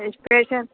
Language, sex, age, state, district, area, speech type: Urdu, female, 45-60, Uttar Pradesh, Rampur, urban, conversation